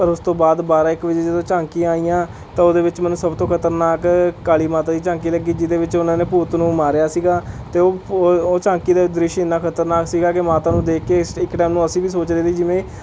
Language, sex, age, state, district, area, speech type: Punjabi, male, 18-30, Punjab, Rupnagar, urban, spontaneous